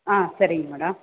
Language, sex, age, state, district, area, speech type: Tamil, female, 30-45, Tamil Nadu, Ranipet, urban, conversation